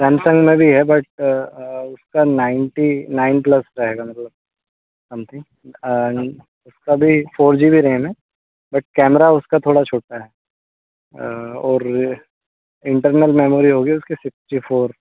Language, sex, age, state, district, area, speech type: Hindi, male, 60+, Madhya Pradesh, Bhopal, urban, conversation